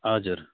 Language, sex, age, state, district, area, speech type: Nepali, male, 30-45, West Bengal, Darjeeling, rural, conversation